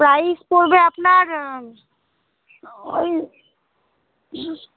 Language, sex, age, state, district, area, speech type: Bengali, female, 18-30, West Bengal, Cooch Behar, urban, conversation